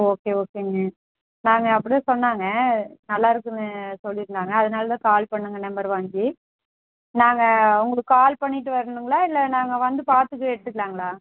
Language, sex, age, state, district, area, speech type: Tamil, female, 30-45, Tamil Nadu, Erode, rural, conversation